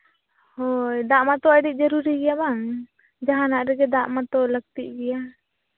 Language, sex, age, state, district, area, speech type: Santali, female, 18-30, Jharkhand, Seraikela Kharsawan, rural, conversation